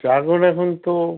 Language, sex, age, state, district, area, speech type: Bengali, male, 60+, West Bengal, Howrah, urban, conversation